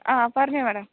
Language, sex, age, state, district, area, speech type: Malayalam, female, 18-30, Kerala, Alappuzha, rural, conversation